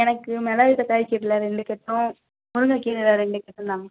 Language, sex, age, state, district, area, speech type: Tamil, female, 18-30, Tamil Nadu, Madurai, urban, conversation